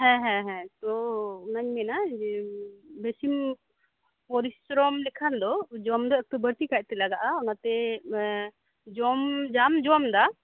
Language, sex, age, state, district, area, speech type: Santali, female, 30-45, West Bengal, Birbhum, rural, conversation